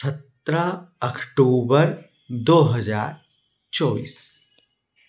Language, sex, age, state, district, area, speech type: Hindi, male, 45-60, Madhya Pradesh, Ujjain, urban, spontaneous